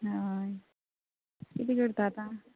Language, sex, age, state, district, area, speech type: Goan Konkani, female, 18-30, Goa, Quepem, rural, conversation